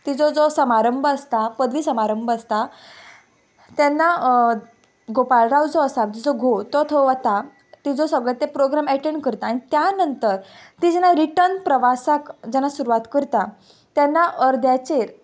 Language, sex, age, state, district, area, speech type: Goan Konkani, female, 18-30, Goa, Quepem, rural, spontaneous